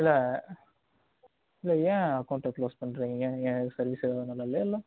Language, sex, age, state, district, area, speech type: Tamil, male, 18-30, Tamil Nadu, Dharmapuri, rural, conversation